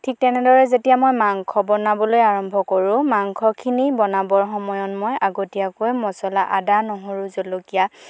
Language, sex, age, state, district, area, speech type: Assamese, female, 18-30, Assam, Dhemaji, rural, spontaneous